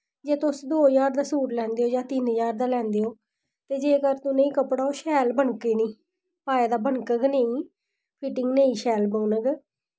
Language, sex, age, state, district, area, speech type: Dogri, female, 30-45, Jammu and Kashmir, Samba, urban, spontaneous